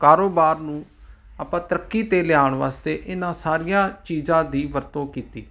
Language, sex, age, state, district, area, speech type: Punjabi, male, 45-60, Punjab, Ludhiana, urban, spontaneous